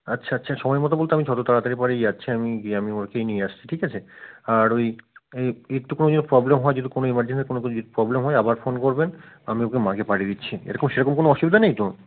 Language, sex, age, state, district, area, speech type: Bengali, male, 45-60, West Bengal, South 24 Parganas, rural, conversation